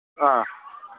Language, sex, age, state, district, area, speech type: Manipuri, male, 18-30, Manipur, Kangpokpi, urban, conversation